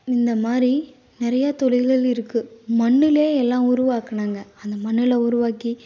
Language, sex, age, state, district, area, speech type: Tamil, female, 18-30, Tamil Nadu, Kallakurichi, urban, spontaneous